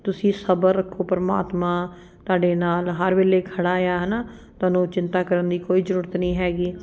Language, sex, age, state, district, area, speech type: Punjabi, female, 45-60, Punjab, Ludhiana, urban, spontaneous